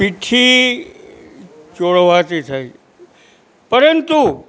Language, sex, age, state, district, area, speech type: Gujarati, male, 60+, Gujarat, Junagadh, rural, spontaneous